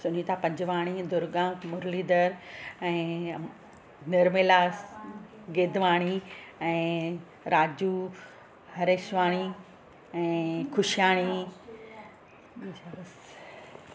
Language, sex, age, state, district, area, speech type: Sindhi, female, 45-60, Gujarat, Surat, urban, spontaneous